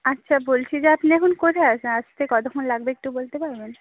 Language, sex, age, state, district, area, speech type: Bengali, female, 30-45, West Bengal, South 24 Parganas, rural, conversation